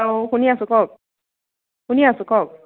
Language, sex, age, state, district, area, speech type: Assamese, female, 30-45, Assam, Nagaon, rural, conversation